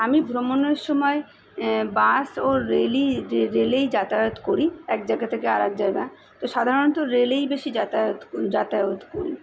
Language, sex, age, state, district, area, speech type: Bengali, female, 30-45, West Bengal, South 24 Parganas, urban, spontaneous